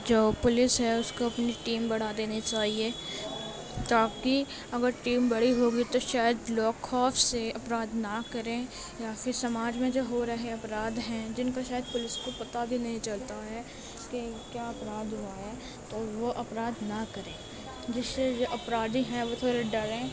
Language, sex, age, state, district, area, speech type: Urdu, female, 18-30, Uttar Pradesh, Gautam Buddha Nagar, urban, spontaneous